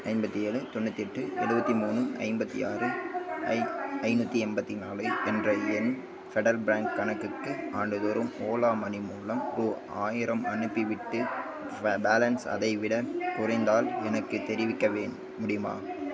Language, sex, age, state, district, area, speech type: Tamil, male, 18-30, Tamil Nadu, Karur, rural, read